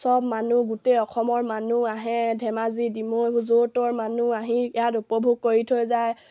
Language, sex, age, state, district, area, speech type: Assamese, female, 18-30, Assam, Sivasagar, rural, spontaneous